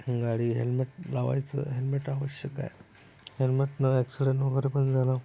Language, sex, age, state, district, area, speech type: Marathi, male, 30-45, Maharashtra, Akola, rural, spontaneous